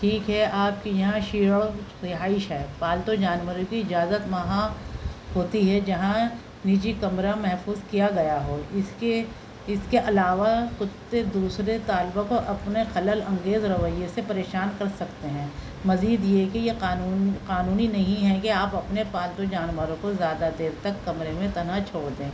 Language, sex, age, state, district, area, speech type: Urdu, female, 60+, Delhi, Central Delhi, urban, read